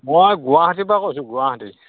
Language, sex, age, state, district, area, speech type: Assamese, male, 60+, Assam, Dhemaji, rural, conversation